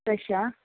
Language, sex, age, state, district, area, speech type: Malayalam, female, 45-60, Kerala, Kozhikode, urban, conversation